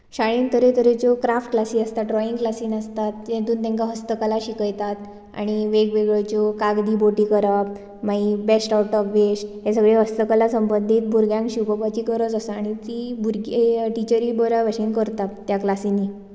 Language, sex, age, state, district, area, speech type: Goan Konkani, female, 18-30, Goa, Bardez, urban, spontaneous